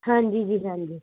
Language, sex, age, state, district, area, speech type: Punjabi, female, 18-30, Punjab, Muktsar, urban, conversation